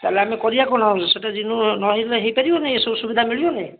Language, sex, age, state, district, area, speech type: Odia, male, 45-60, Odisha, Bhadrak, rural, conversation